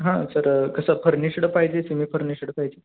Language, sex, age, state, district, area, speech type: Marathi, male, 18-30, Maharashtra, Sangli, urban, conversation